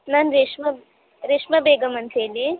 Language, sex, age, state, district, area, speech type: Kannada, female, 18-30, Karnataka, Gadag, rural, conversation